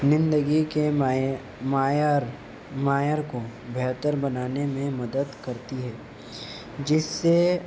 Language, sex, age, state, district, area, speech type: Urdu, male, 18-30, Delhi, East Delhi, urban, spontaneous